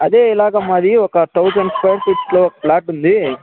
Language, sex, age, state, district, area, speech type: Telugu, male, 18-30, Andhra Pradesh, Sri Balaji, urban, conversation